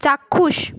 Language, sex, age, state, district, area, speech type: Bengali, female, 30-45, West Bengal, Nadia, rural, read